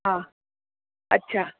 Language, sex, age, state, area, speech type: Sindhi, female, 30-45, Chhattisgarh, urban, conversation